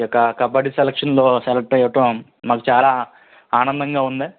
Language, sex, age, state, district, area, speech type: Telugu, male, 18-30, Andhra Pradesh, East Godavari, rural, conversation